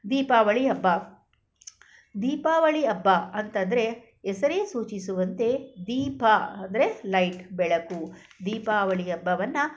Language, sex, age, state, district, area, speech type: Kannada, female, 45-60, Karnataka, Bangalore Rural, rural, spontaneous